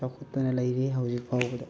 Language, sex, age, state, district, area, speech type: Manipuri, male, 45-60, Manipur, Bishnupur, rural, spontaneous